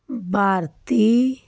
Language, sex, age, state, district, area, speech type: Punjabi, female, 30-45, Punjab, Fazilka, rural, read